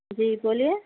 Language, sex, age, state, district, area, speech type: Urdu, female, 30-45, Telangana, Hyderabad, urban, conversation